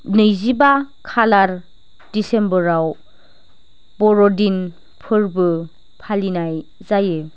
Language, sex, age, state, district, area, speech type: Bodo, female, 45-60, Assam, Chirang, rural, spontaneous